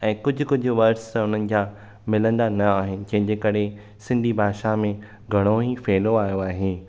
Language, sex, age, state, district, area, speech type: Sindhi, male, 18-30, Maharashtra, Thane, urban, spontaneous